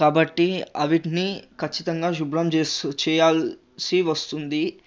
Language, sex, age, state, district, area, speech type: Telugu, male, 18-30, Telangana, Ranga Reddy, urban, spontaneous